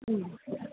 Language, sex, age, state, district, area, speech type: Malayalam, female, 60+, Kerala, Kottayam, urban, conversation